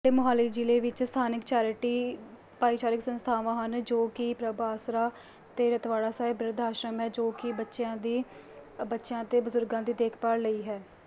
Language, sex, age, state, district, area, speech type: Punjabi, female, 18-30, Punjab, Mohali, rural, spontaneous